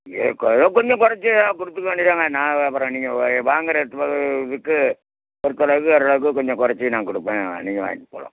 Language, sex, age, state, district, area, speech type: Tamil, male, 60+, Tamil Nadu, Perambalur, rural, conversation